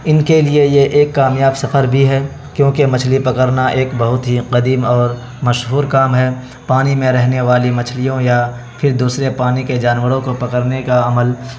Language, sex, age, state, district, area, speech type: Urdu, male, 18-30, Bihar, Araria, rural, spontaneous